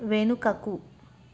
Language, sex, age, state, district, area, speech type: Telugu, female, 18-30, Telangana, Medchal, urban, read